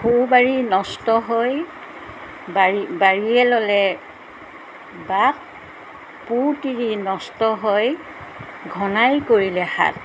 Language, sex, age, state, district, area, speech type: Assamese, female, 60+, Assam, Golaghat, urban, spontaneous